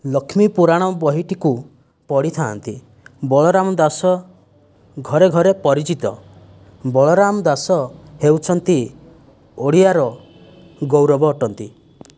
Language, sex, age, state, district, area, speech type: Odia, male, 60+, Odisha, Kandhamal, rural, spontaneous